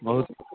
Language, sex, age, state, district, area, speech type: Maithili, male, 18-30, Bihar, Samastipur, rural, conversation